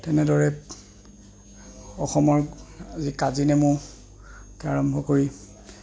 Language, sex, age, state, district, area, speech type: Assamese, male, 30-45, Assam, Goalpara, urban, spontaneous